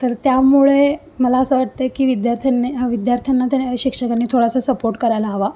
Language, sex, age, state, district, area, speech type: Marathi, female, 18-30, Maharashtra, Sangli, urban, spontaneous